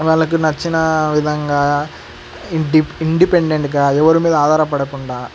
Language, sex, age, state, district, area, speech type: Telugu, male, 18-30, Andhra Pradesh, Sri Satya Sai, urban, spontaneous